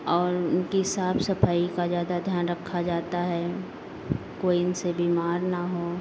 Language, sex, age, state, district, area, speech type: Hindi, female, 30-45, Uttar Pradesh, Lucknow, rural, spontaneous